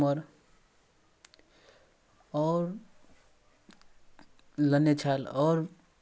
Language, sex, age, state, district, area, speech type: Maithili, male, 18-30, Bihar, Darbhanga, rural, spontaneous